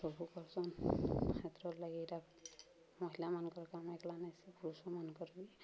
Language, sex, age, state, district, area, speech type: Odia, female, 30-45, Odisha, Balangir, urban, spontaneous